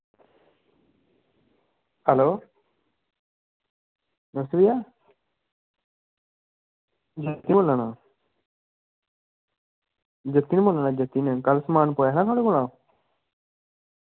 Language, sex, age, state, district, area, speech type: Dogri, male, 18-30, Jammu and Kashmir, Samba, rural, conversation